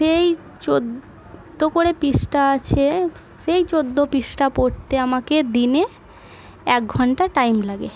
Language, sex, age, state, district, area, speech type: Bengali, female, 18-30, West Bengal, Murshidabad, rural, spontaneous